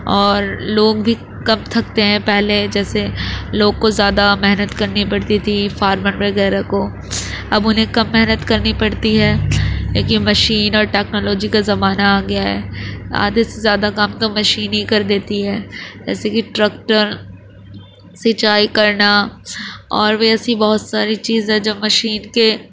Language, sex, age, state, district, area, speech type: Urdu, female, 30-45, Uttar Pradesh, Gautam Buddha Nagar, urban, spontaneous